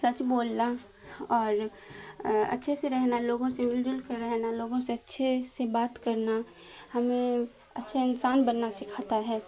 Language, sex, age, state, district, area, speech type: Urdu, female, 18-30, Bihar, Khagaria, rural, spontaneous